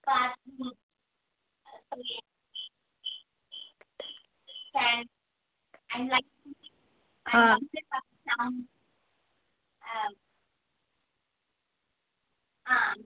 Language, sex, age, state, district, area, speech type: Telugu, female, 18-30, Telangana, Adilabad, rural, conversation